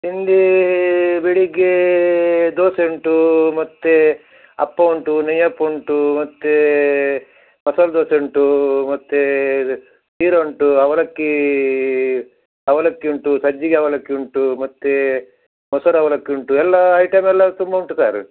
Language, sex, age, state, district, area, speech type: Kannada, male, 60+, Karnataka, Udupi, rural, conversation